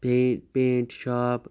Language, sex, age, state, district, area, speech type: Kashmiri, male, 30-45, Jammu and Kashmir, Pulwama, rural, spontaneous